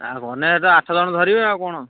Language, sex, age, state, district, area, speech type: Odia, male, 30-45, Odisha, Kendujhar, urban, conversation